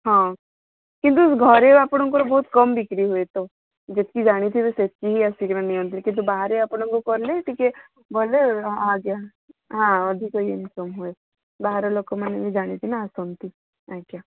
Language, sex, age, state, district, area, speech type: Odia, female, 45-60, Odisha, Sundergarh, rural, conversation